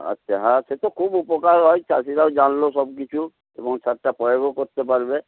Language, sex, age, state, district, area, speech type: Bengali, male, 60+, West Bengal, Paschim Medinipur, rural, conversation